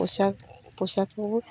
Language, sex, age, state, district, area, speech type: Odia, female, 45-60, Odisha, Malkangiri, urban, spontaneous